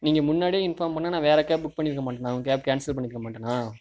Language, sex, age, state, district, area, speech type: Tamil, male, 45-60, Tamil Nadu, Mayiladuthurai, rural, spontaneous